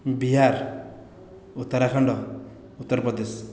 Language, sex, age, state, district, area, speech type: Odia, male, 30-45, Odisha, Khordha, rural, spontaneous